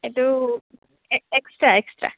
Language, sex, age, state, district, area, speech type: Assamese, female, 30-45, Assam, Darrang, rural, conversation